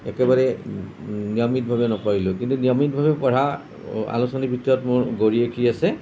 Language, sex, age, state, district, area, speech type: Assamese, male, 45-60, Assam, Nalbari, rural, spontaneous